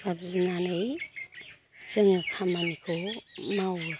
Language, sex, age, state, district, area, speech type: Bodo, female, 60+, Assam, Chirang, rural, spontaneous